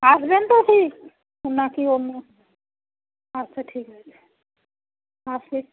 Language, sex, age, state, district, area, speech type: Bengali, female, 30-45, West Bengal, Darjeeling, rural, conversation